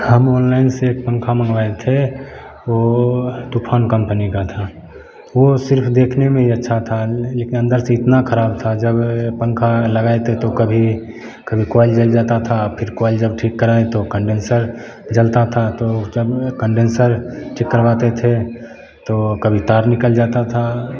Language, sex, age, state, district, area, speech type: Hindi, male, 18-30, Bihar, Begusarai, rural, spontaneous